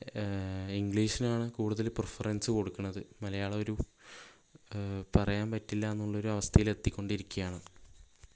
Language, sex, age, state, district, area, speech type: Malayalam, male, 30-45, Kerala, Palakkad, rural, spontaneous